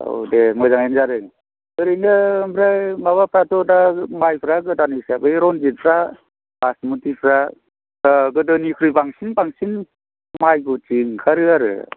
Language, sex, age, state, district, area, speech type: Bodo, male, 45-60, Assam, Chirang, urban, conversation